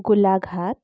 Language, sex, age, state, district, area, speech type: Assamese, female, 18-30, Assam, Charaideo, urban, spontaneous